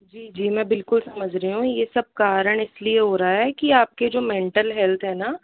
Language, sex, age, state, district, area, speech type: Hindi, female, 45-60, Rajasthan, Jaipur, urban, conversation